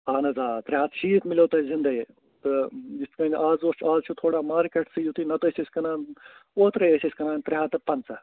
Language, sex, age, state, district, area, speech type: Kashmiri, male, 45-60, Jammu and Kashmir, Ganderbal, urban, conversation